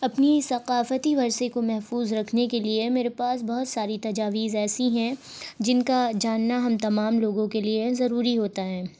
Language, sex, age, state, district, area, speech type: Urdu, female, 45-60, Uttar Pradesh, Lucknow, urban, spontaneous